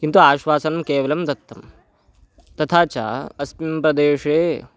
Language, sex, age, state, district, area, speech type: Sanskrit, male, 18-30, Karnataka, Chikkamagaluru, rural, spontaneous